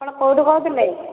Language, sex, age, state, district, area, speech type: Odia, female, 30-45, Odisha, Nayagarh, rural, conversation